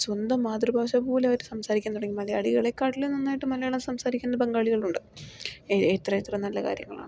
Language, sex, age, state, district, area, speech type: Malayalam, female, 18-30, Kerala, Palakkad, rural, spontaneous